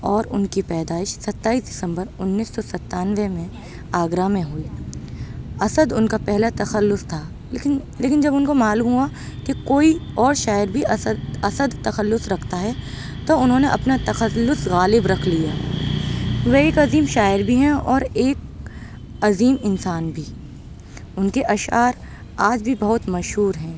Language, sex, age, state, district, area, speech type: Urdu, female, 30-45, Uttar Pradesh, Aligarh, urban, spontaneous